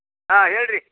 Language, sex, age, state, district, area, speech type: Kannada, male, 60+, Karnataka, Bidar, rural, conversation